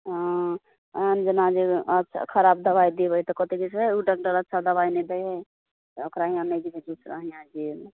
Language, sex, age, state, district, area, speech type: Maithili, female, 18-30, Bihar, Samastipur, rural, conversation